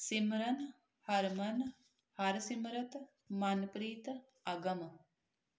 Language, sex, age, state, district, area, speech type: Punjabi, female, 30-45, Punjab, Amritsar, urban, spontaneous